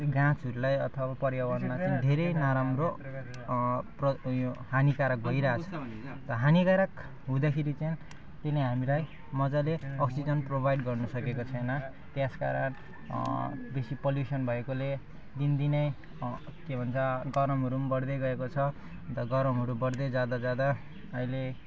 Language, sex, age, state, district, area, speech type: Nepali, male, 18-30, West Bengal, Alipurduar, urban, spontaneous